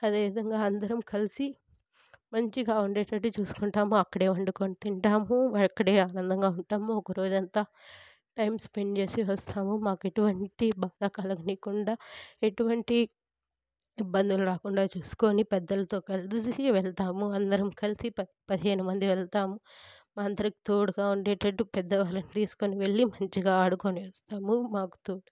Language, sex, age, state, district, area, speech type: Telugu, female, 18-30, Andhra Pradesh, Sri Balaji, urban, spontaneous